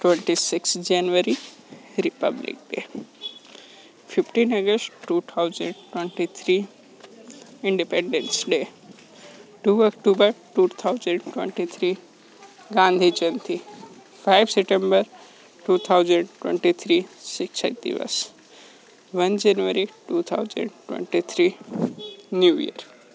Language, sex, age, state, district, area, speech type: Hindi, male, 30-45, Uttar Pradesh, Sonbhadra, rural, spontaneous